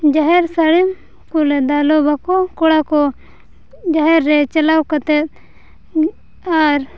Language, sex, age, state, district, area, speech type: Santali, female, 18-30, Jharkhand, Seraikela Kharsawan, rural, spontaneous